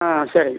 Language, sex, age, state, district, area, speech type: Tamil, male, 60+, Tamil Nadu, Nagapattinam, rural, conversation